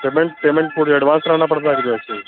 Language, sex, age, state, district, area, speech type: Hindi, male, 45-60, Uttar Pradesh, Hardoi, rural, conversation